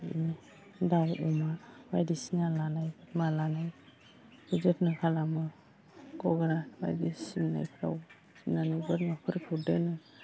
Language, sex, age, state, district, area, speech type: Bodo, female, 45-60, Assam, Chirang, rural, spontaneous